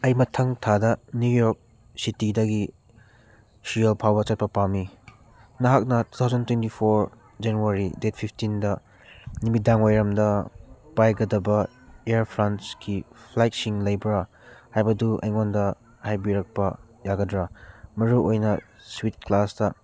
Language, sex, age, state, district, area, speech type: Manipuri, male, 30-45, Manipur, Churachandpur, rural, read